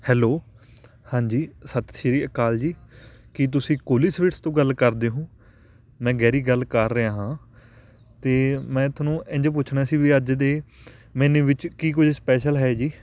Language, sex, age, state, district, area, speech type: Punjabi, male, 18-30, Punjab, Patiala, rural, spontaneous